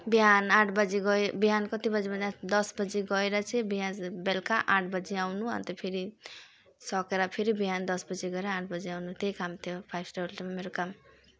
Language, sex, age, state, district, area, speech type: Nepali, female, 30-45, West Bengal, Jalpaiguri, urban, spontaneous